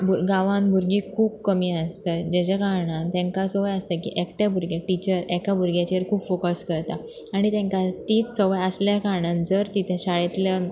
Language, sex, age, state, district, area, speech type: Goan Konkani, female, 18-30, Goa, Pernem, rural, spontaneous